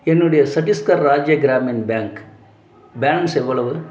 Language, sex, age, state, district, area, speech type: Tamil, male, 45-60, Tamil Nadu, Dharmapuri, rural, read